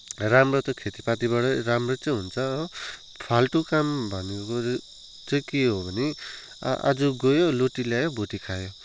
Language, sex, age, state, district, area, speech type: Nepali, male, 18-30, West Bengal, Kalimpong, rural, spontaneous